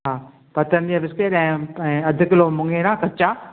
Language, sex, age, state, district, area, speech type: Sindhi, female, 60+, Maharashtra, Thane, urban, conversation